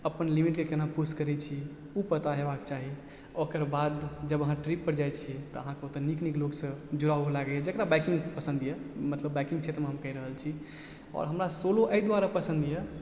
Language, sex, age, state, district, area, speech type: Maithili, male, 30-45, Bihar, Supaul, urban, spontaneous